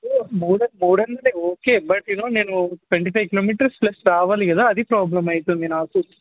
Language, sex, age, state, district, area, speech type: Telugu, male, 18-30, Telangana, Warangal, rural, conversation